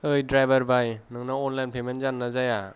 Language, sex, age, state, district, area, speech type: Bodo, male, 30-45, Assam, Kokrajhar, urban, spontaneous